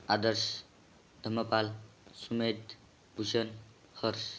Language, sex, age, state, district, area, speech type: Marathi, male, 18-30, Maharashtra, Buldhana, rural, spontaneous